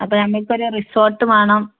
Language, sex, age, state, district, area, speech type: Malayalam, female, 30-45, Kerala, Malappuram, rural, conversation